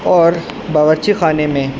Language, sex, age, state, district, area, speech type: Urdu, male, 18-30, Delhi, North East Delhi, urban, spontaneous